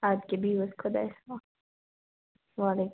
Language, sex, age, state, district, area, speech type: Kashmiri, female, 30-45, Jammu and Kashmir, Baramulla, urban, conversation